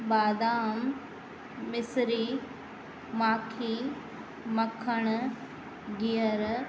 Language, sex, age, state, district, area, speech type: Sindhi, female, 45-60, Uttar Pradesh, Lucknow, rural, spontaneous